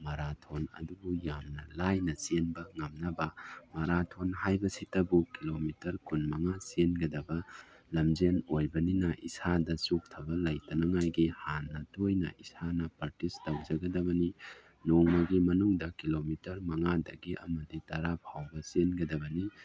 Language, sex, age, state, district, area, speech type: Manipuri, male, 30-45, Manipur, Tengnoupal, rural, spontaneous